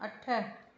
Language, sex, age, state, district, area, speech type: Sindhi, female, 45-60, Maharashtra, Thane, urban, read